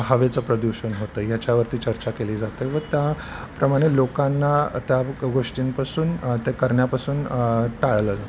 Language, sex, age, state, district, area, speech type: Marathi, male, 45-60, Maharashtra, Thane, rural, spontaneous